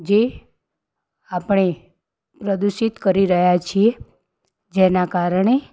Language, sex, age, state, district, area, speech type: Gujarati, female, 18-30, Gujarat, Ahmedabad, urban, spontaneous